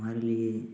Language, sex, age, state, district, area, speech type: Hindi, male, 18-30, Rajasthan, Bharatpur, rural, spontaneous